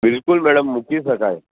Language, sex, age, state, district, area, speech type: Gujarati, male, 30-45, Gujarat, Narmada, urban, conversation